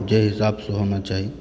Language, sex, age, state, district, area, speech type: Maithili, male, 18-30, Bihar, Supaul, rural, spontaneous